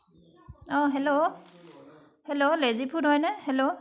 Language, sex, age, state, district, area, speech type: Assamese, female, 60+, Assam, Charaideo, urban, spontaneous